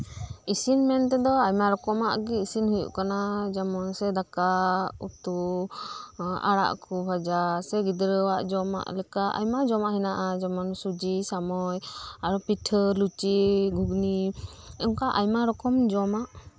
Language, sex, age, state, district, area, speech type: Santali, female, 30-45, West Bengal, Birbhum, rural, spontaneous